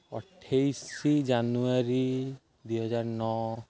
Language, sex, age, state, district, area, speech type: Odia, male, 18-30, Odisha, Jagatsinghpur, rural, spontaneous